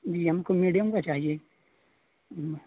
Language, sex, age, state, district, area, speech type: Urdu, male, 18-30, Uttar Pradesh, Saharanpur, urban, conversation